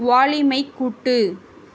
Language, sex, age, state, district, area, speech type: Tamil, female, 18-30, Tamil Nadu, Tiruvarur, rural, read